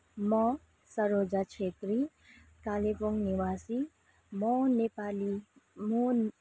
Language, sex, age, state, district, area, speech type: Nepali, female, 30-45, West Bengal, Kalimpong, rural, spontaneous